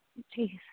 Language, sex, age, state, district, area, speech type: Punjabi, female, 18-30, Punjab, Hoshiarpur, urban, conversation